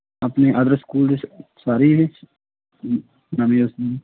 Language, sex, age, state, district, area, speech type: Punjabi, male, 45-60, Punjab, Barnala, rural, conversation